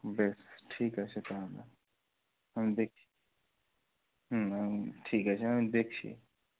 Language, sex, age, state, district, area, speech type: Bengali, male, 18-30, West Bengal, Murshidabad, urban, conversation